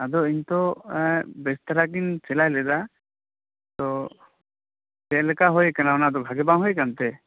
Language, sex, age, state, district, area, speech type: Santali, male, 18-30, West Bengal, Bankura, rural, conversation